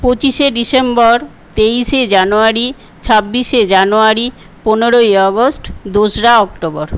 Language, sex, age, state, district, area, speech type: Bengali, female, 60+, West Bengal, Paschim Medinipur, rural, spontaneous